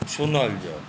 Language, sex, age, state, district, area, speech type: Maithili, male, 60+, Bihar, Saharsa, rural, spontaneous